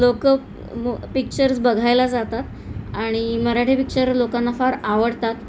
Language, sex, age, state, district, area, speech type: Marathi, female, 45-60, Maharashtra, Thane, rural, spontaneous